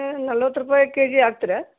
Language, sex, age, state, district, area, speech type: Kannada, female, 30-45, Karnataka, Gadag, rural, conversation